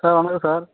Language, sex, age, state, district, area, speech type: Tamil, male, 30-45, Tamil Nadu, Theni, rural, conversation